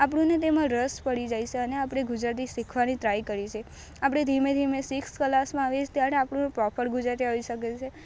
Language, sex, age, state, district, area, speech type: Gujarati, female, 18-30, Gujarat, Narmada, rural, spontaneous